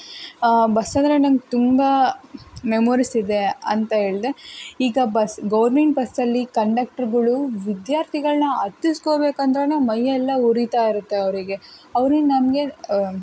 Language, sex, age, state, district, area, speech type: Kannada, female, 30-45, Karnataka, Tumkur, rural, spontaneous